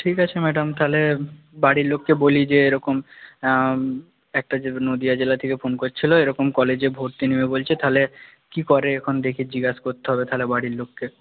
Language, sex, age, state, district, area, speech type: Bengali, male, 18-30, West Bengal, Nadia, rural, conversation